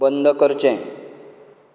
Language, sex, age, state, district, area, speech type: Goan Konkani, male, 45-60, Goa, Canacona, rural, read